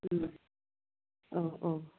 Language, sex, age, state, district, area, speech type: Bodo, female, 45-60, Assam, Udalguri, urban, conversation